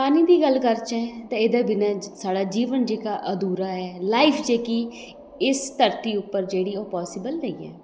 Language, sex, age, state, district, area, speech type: Dogri, female, 30-45, Jammu and Kashmir, Udhampur, rural, spontaneous